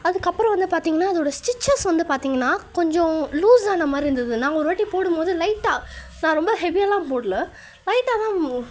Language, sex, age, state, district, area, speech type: Tamil, female, 45-60, Tamil Nadu, Cuddalore, urban, spontaneous